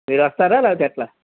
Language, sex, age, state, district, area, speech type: Telugu, male, 60+, Andhra Pradesh, Krishna, rural, conversation